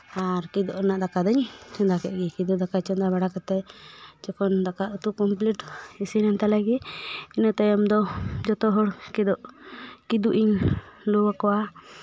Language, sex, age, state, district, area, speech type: Santali, female, 18-30, West Bengal, Paschim Bardhaman, rural, spontaneous